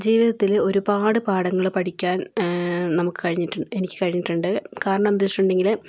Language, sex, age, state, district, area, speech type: Malayalam, female, 18-30, Kerala, Wayanad, rural, spontaneous